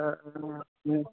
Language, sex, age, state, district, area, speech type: Sanskrit, male, 30-45, Karnataka, Vijayapura, urban, conversation